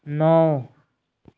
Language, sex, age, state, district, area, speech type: Hindi, male, 18-30, Uttar Pradesh, Ghazipur, rural, read